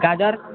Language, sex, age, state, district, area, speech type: Nepali, male, 18-30, West Bengal, Alipurduar, urban, conversation